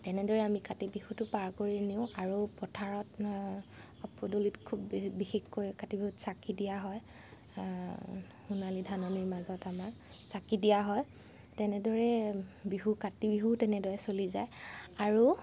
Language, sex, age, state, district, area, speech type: Assamese, female, 30-45, Assam, Lakhimpur, rural, spontaneous